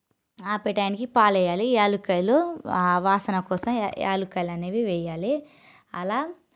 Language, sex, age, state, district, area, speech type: Telugu, female, 30-45, Telangana, Nalgonda, rural, spontaneous